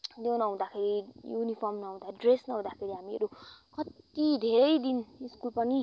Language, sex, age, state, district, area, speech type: Nepali, female, 18-30, West Bengal, Kalimpong, rural, spontaneous